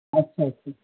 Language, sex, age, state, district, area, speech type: Urdu, female, 30-45, Maharashtra, Nashik, rural, conversation